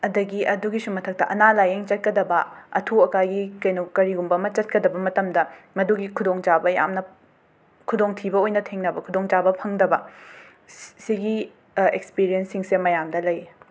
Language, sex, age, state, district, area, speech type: Manipuri, female, 30-45, Manipur, Imphal West, urban, spontaneous